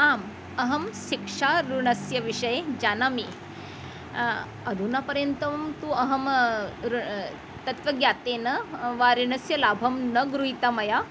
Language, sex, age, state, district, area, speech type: Sanskrit, female, 45-60, Maharashtra, Nagpur, urban, spontaneous